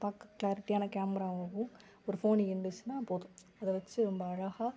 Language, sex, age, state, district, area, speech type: Tamil, female, 18-30, Tamil Nadu, Sivaganga, rural, spontaneous